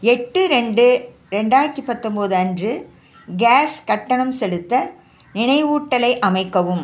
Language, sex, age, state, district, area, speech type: Tamil, female, 60+, Tamil Nadu, Nagapattinam, urban, read